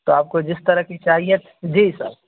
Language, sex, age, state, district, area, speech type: Urdu, male, 18-30, Uttar Pradesh, Saharanpur, urban, conversation